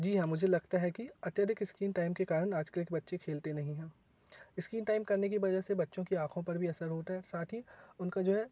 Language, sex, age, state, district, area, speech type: Hindi, male, 18-30, Madhya Pradesh, Jabalpur, urban, spontaneous